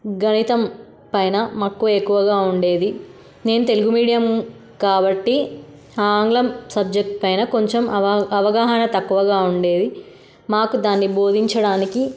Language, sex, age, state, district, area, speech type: Telugu, female, 30-45, Telangana, Peddapalli, rural, spontaneous